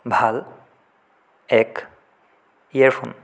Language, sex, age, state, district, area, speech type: Assamese, male, 18-30, Assam, Sonitpur, rural, spontaneous